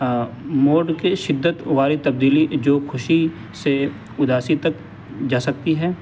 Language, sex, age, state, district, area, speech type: Urdu, male, 18-30, Delhi, North West Delhi, urban, spontaneous